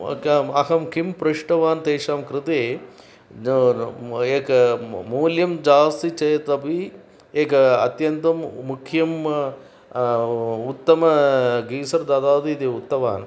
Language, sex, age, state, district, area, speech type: Sanskrit, male, 60+, Tamil Nadu, Coimbatore, urban, spontaneous